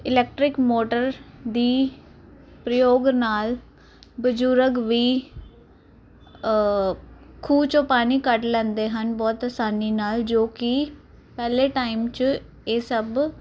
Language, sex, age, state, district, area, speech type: Punjabi, female, 30-45, Punjab, Ludhiana, urban, spontaneous